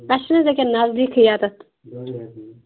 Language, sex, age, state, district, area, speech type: Kashmiri, female, 30-45, Jammu and Kashmir, Bandipora, rural, conversation